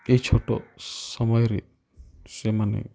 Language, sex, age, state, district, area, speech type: Odia, male, 30-45, Odisha, Rayagada, rural, spontaneous